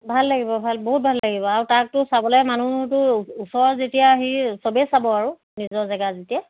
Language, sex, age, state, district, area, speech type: Assamese, female, 45-60, Assam, Sivasagar, urban, conversation